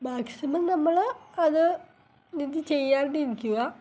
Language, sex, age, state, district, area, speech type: Malayalam, female, 18-30, Kerala, Ernakulam, rural, spontaneous